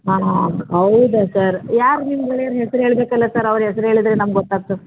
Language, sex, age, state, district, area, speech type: Kannada, female, 45-60, Karnataka, Gulbarga, urban, conversation